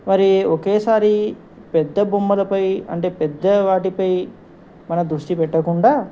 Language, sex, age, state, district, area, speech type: Telugu, male, 45-60, Telangana, Ranga Reddy, urban, spontaneous